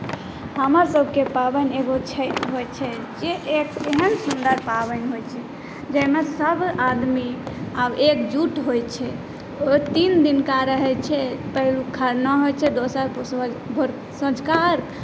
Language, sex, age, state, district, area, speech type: Maithili, female, 18-30, Bihar, Saharsa, rural, spontaneous